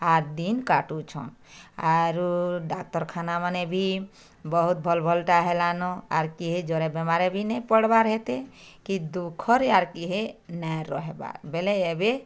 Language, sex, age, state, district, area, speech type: Odia, female, 60+, Odisha, Bargarh, rural, spontaneous